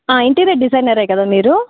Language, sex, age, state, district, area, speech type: Telugu, female, 45-60, Andhra Pradesh, Sri Balaji, rural, conversation